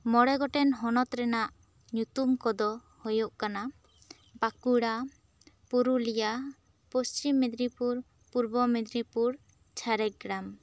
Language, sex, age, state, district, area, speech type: Santali, female, 18-30, West Bengal, Bankura, rural, spontaneous